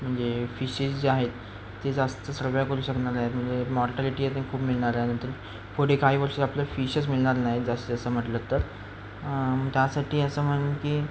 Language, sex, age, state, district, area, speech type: Marathi, male, 18-30, Maharashtra, Ratnagiri, urban, spontaneous